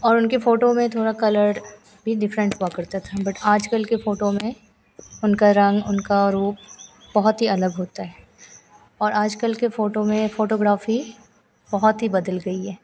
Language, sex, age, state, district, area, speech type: Hindi, female, 18-30, Bihar, Madhepura, rural, spontaneous